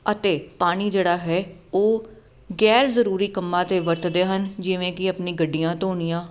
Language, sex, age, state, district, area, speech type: Punjabi, female, 30-45, Punjab, Jalandhar, urban, spontaneous